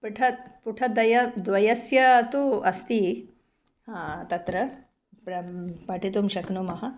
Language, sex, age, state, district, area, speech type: Sanskrit, female, 45-60, Karnataka, Bangalore Urban, urban, spontaneous